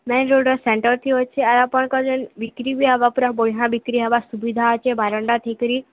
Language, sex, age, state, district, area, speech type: Odia, female, 18-30, Odisha, Subarnapur, urban, conversation